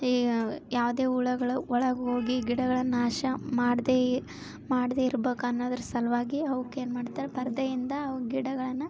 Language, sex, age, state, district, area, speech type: Kannada, female, 18-30, Karnataka, Koppal, rural, spontaneous